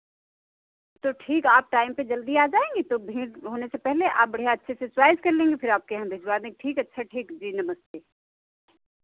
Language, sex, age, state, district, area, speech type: Hindi, female, 60+, Uttar Pradesh, Sitapur, rural, conversation